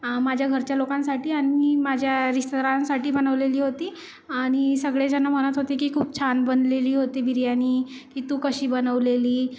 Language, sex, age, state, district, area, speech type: Marathi, female, 18-30, Maharashtra, Nagpur, urban, spontaneous